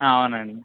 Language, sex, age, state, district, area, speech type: Telugu, male, 18-30, Telangana, Kamareddy, urban, conversation